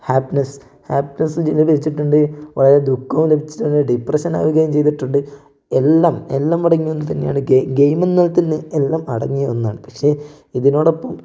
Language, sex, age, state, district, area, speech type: Malayalam, male, 18-30, Kerala, Wayanad, rural, spontaneous